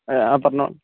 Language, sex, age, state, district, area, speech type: Malayalam, male, 18-30, Kerala, Wayanad, rural, conversation